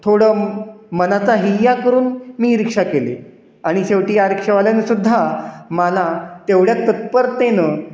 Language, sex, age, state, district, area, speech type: Marathi, male, 30-45, Maharashtra, Satara, urban, spontaneous